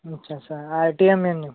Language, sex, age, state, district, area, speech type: Marathi, male, 18-30, Maharashtra, Nagpur, urban, conversation